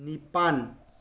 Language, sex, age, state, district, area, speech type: Manipuri, male, 30-45, Manipur, Tengnoupal, rural, read